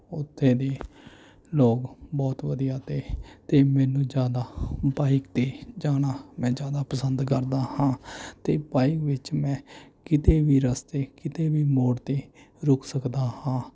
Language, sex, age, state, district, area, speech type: Punjabi, male, 30-45, Punjab, Mohali, urban, spontaneous